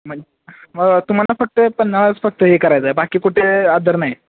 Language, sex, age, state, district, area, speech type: Marathi, male, 18-30, Maharashtra, Kolhapur, urban, conversation